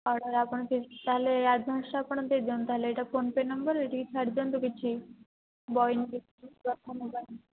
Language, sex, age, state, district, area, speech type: Odia, female, 18-30, Odisha, Rayagada, rural, conversation